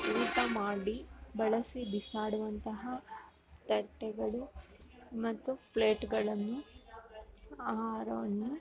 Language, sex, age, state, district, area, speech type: Kannada, female, 30-45, Karnataka, Bangalore Urban, rural, spontaneous